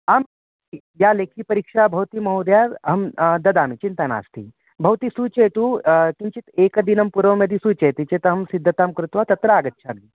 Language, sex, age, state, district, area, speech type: Sanskrit, male, 30-45, Maharashtra, Nagpur, urban, conversation